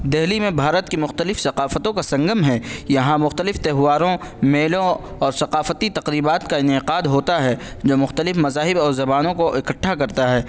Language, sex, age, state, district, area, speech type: Urdu, male, 18-30, Uttar Pradesh, Saharanpur, urban, spontaneous